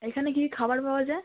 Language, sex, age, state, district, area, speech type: Bengali, female, 18-30, West Bengal, South 24 Parganas, rural, conversation